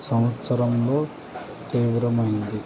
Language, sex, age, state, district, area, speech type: Telugu, male, 18-30, Andhra Pradesh, Guntur, urban, spontaneous